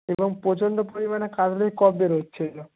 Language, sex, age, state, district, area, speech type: Bengali, male, 45-60, West Bengal, Nadia, rural, conversation